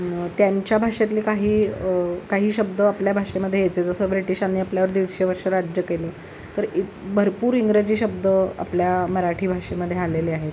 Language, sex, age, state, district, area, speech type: Marathi, female, 45-60, Maharashtra, Sangli, urban, spontaneous